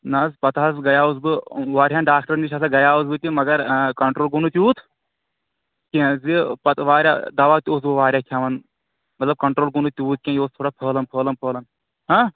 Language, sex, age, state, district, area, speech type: Kashmiri, male, 18-30, Jammu and Kashmir, Kulgam, rural, conversation